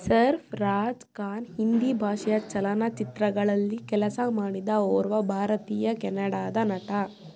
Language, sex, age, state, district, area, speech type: Kannada, female, 18-30, Karnataka, Tumkur, rural, read